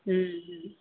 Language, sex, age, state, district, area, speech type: Gujarati, female, 45-60, Gujarat, Surat, rural, conversation